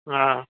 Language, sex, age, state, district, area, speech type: Sindhi, male, 60+, Gujarat, Kutch, rural, conversation